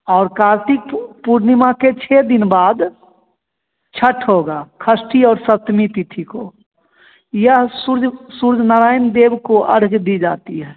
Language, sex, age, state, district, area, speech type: Hindi, male, 45-60, Bihar, Begusarai, urban, conversation